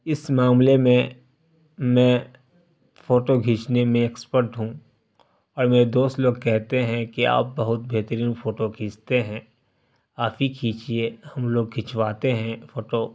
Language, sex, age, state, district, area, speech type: Urdu, male, 30-45, Bihar, Darbhanga, urban, spontaneous